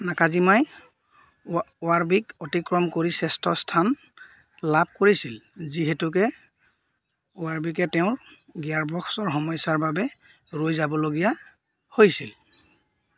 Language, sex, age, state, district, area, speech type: Assamese, male, 45-60, Assam, Golaghat, rural, read